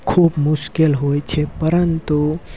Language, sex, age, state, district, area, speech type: Gujarati, male, 18-30, Gujarat, Rajkot, rural, spontaneous